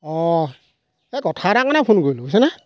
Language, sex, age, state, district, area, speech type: Assamese, male, 30-45, Assam, Golaghat, urban, spontaneous